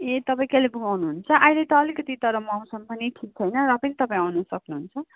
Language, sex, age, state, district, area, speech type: Nepali, female, 30-45, West Bengal, Kalimpong, rural, conversation